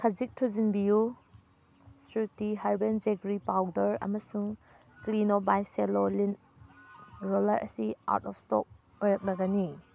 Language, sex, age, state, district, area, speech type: Manipuri, female, 30-45, Manipur, Thoubal, rural, read